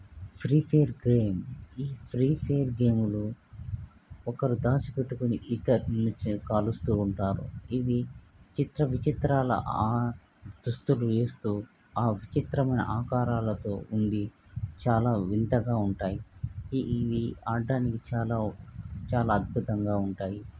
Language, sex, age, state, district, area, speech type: Telugu, male, 45-60, Andhra Pradesh, Krishna, urban, spontaneous